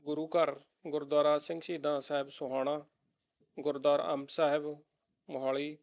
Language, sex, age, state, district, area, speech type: Punjabi, male, 30-45, Punjab, Mohali, rural, spontaneous